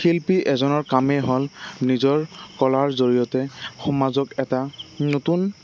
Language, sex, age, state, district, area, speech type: Assamese, male, 18-30, Assam, Goalpara, rural, spontaneous